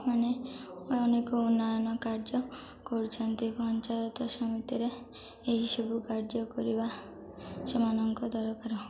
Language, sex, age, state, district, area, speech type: Odia, female, 18-30, Odisha, Malkangiri, rural, spontaneous